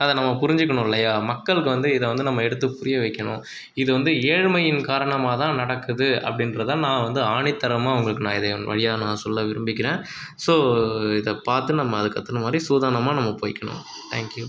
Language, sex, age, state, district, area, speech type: Tamil, male, 30-45, Tamil Nadu, Pudukkottai, rural, spontaneous